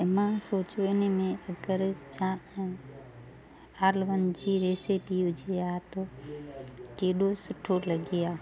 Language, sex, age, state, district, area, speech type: Sindhi, female, 30-45, Delhi, South Delhi, urban, spontaneous